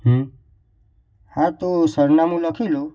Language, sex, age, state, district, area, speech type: Gujarati, male, 18-30, Gujarat, Mehsana, rural, spontaneous